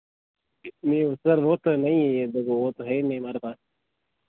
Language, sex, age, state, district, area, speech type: Hindi, male, 18-30, Rajasthan, Nagaur, rural, conversation